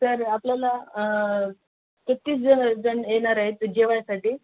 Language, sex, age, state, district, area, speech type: Marathi, male, 18-30, Maharashtra, Nanded, rural, conversation